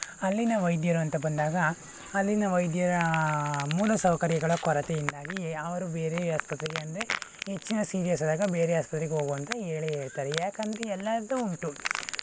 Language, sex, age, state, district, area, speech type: Kannada, male, 60+, Karnataka, Tumkur, rural, spontaneous